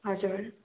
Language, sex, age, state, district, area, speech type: Nepali, female, 18-30, West Bengal, Darjeeling, rural, conversation